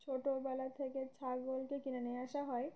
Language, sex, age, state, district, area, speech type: Bengali, female, 18-30, West Bengal, Uttar Dinajpur, urban, spontaneous